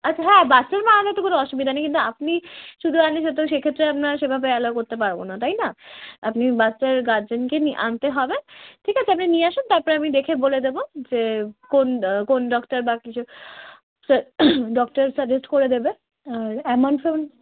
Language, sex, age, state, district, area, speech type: Bengali, female, 18-30, West Bengal, Darjeeling, rural, conversation